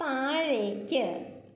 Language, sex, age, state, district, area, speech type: Malayalam, female, 30-45, Kerala, Kottayam, rural, read